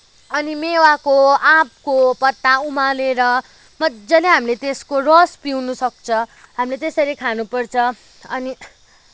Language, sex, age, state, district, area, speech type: Nepali, female, 30-45, West Bengal, Kalimpong, rural, spontaneous